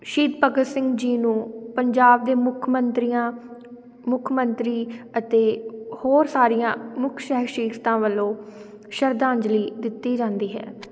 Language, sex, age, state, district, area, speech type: Punjabi, female, 18-30, Punjab, Shaheed Bhagat Singh Nagar, urban, spontaneous